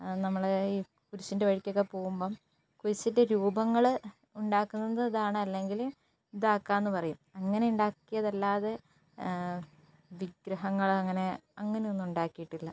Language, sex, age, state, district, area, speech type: Malayalam, female, 18-30, Kerala, Wayanad, rural, spontaneous